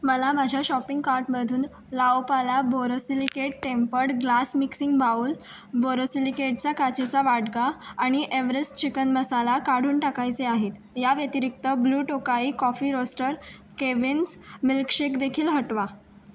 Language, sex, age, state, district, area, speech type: Marathi, female, 18-30, Maharashtra, Raigad, rural, read